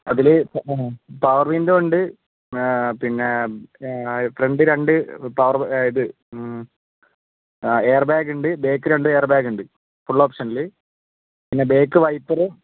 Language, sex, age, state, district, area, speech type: Malayalam, male, 60+, Kerala, Wayanad, rural, conversation